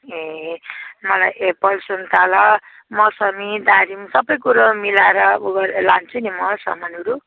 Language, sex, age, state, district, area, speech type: Nepali, female, 45-60, West Bengal, Jalpaiguri, rural, conversation